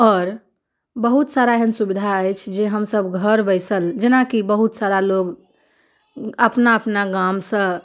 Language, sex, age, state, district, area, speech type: Maithili, female, 18-30, Bihar, Muzaffarpur, rural, spontaneous